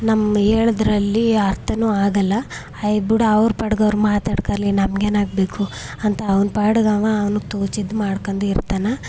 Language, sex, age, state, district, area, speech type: Kannada, female, 18-30, Karnataka, Chamarajanagar, urban, spontaneous